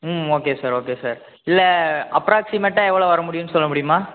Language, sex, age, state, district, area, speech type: Tamil, male, 18-30, Tamil Nadu, Madurai, rural, conversation